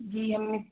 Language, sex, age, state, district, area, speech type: Hindi, female, 30-45, Madhya Pradesh, Hoshangabad, urban, conversation